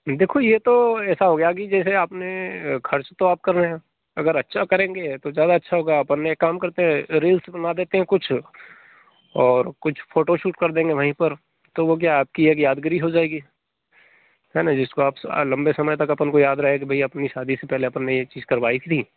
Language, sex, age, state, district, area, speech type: Hindi, male, 30-45, Madhya Pradesh, Ujjain, rural, conversation